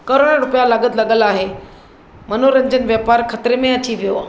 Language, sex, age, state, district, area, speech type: Sindhi, female, 45-60, Maharashtra, Mumbai Suburban, urban, spontaneous